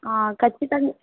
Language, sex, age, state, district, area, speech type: Telugu, female, 18-30, Andhra Pradesh, Nellore, rural, conversation